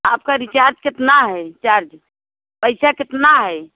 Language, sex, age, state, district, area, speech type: Hindi, female, 60+, Uttar Pradesh, Jaunpur, urban, conversation